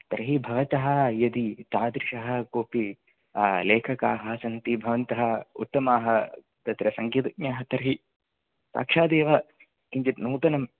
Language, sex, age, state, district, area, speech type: Sanskrit, male, 18-30, Kerala, Kannur, rural, conversation